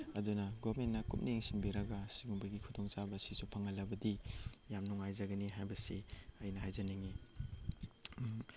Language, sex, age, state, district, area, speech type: Manipuri, male, 18-30, Manipur, Chandel, rural, spontaneous